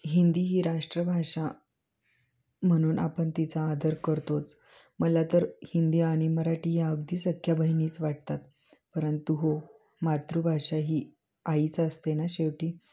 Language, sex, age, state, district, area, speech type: Marathi, female, 18-30, Maharashtra, Ahmednagar, urban, spontaneous